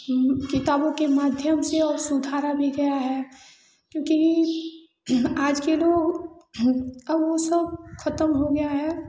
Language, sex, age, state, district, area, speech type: Hindi, female, 18-30, Uttar Pradesh, Chandauli, rural, spontaneous